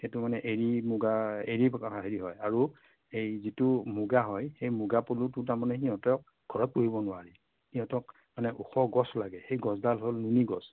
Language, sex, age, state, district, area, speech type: Assamese, female, 60+, Assam, Morigaon, urban, conversation